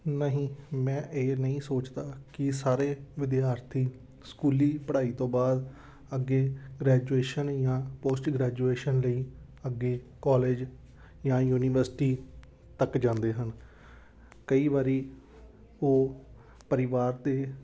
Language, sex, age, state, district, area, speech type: Punjabi, male, 30-45, Punjab, Amritsar, urban, spontaneous